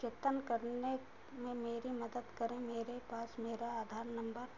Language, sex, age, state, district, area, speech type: Hindi, female, 60+, Uttar Pradesh, Ayodhya, urban, read